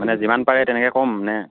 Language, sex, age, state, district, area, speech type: Assamese, male, 18-30, Assam, Charaideo, rural, conversation